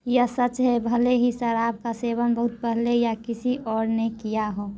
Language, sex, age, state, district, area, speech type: Hindi, female, 18-30, Bihar, Muzaffarpur, rural, read